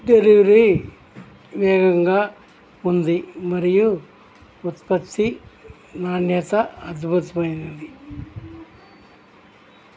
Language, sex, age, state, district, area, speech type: Telugu, male, 60+, Andhra Pradesh, N T Rama Rao, urban, read